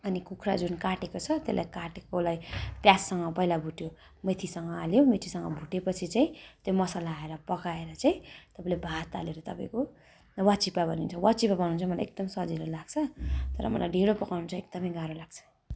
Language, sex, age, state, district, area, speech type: Nepali, female, 18-30, West Bengal, Darjeeling, rural, spontaneous